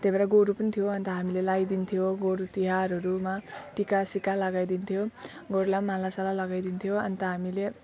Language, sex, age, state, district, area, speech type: Nepali, female, 30-45, West Bengal, Alipurduar, urban, spontaneous